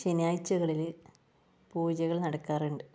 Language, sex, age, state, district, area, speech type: Malayalam, female, 30-45, Kerala, Kasaragod, rural, spontaneous